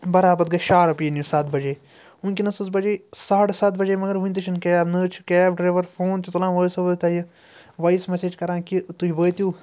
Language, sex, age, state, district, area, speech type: Kashmiri, male, 30-45, Jammu and Kashmir, Bandipora, rural, spontaneous